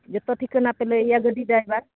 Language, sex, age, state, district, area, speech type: Santali, female, 30-45, West Bengal, Uttar Dinajpur, rural, conversation